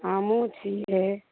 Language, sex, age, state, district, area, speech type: Maithili, female, 45-60, Bihar, Madhepura, rural, conversation